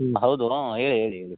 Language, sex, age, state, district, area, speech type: Kannada, male, 60+, Karnataka, Bangalore Rural, urban, conversation